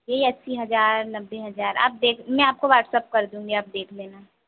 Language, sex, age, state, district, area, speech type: Hindi, female, 18-30, Madhya Pradesh, Harda, urban, conversation